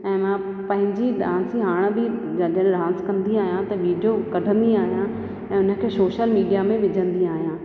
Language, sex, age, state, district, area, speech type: Sindhi, female, 30-45, Rajasthan, Ajmer, urban, spontaneous